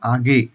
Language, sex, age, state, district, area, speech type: Hindi, male, 45-60, Madhya Pradesh, Ujjain, urban, read